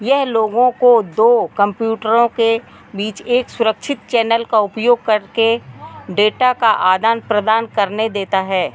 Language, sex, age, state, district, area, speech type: Hindi, female, 45-60, Madhya Pradesh, Narsinghpur, rural, read